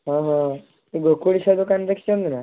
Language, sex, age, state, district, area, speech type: Odia, male, 18-30, Odisha, Kendujhar, urban, conversation